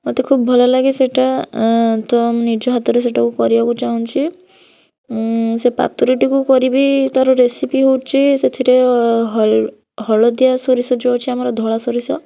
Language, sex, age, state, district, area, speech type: Odia, female, 18-30, Odisha, Bhadrak, rural, spontaneous